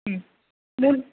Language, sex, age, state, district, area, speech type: Tamil, female, 18-30, Tamil Nadu, Sivaganga, rural, conversation